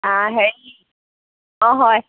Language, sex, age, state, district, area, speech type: Assamese, female, 45-60, Assam, Sivasagar, rural, conversation